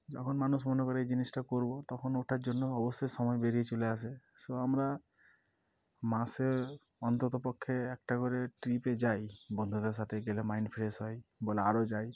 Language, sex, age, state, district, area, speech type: Bengali, male, 18-30, West Bengal, Murshidabad, urban, spontaneous